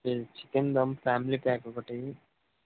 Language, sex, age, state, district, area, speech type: Telugu, male, 18-30, Andhra Pradesh, Srikakulam, rural, conversation